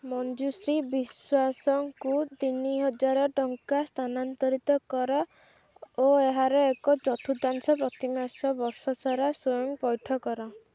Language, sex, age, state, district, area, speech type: Odia, female, 18-30, Odisha, Jagatsinghpur, urban, read